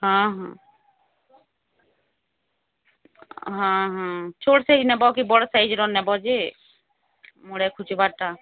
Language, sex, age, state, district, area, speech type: Odia, female, 30-45, Odisha, Bargarh, urban, conversation